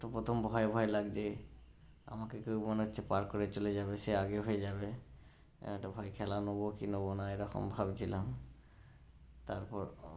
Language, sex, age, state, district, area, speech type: Bengali, male, 30-45, West Bengal, Howrah, urban, spontaneous